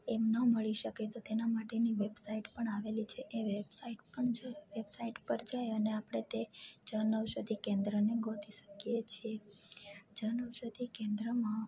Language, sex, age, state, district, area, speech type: Gujarati, female, 18-30, Gujarat, Junagadh, rural, spontaneous